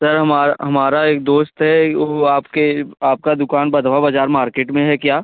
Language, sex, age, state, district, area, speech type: Hindi, male, 18-30, Uttar Pradesh, Jaunpur, rural, conversation